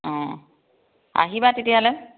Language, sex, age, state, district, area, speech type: Assamese, female, 30-45, Assam, Biswanath, rural, conversation